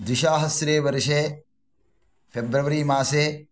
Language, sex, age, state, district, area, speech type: Sanskrit, male, 45-60, Karnataka, Shimoga, rural, spontaneous